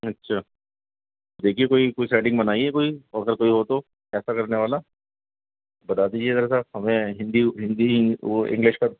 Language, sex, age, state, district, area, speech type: Urdu, male, 30-45, Delhi, North East Delhi, urban, conversation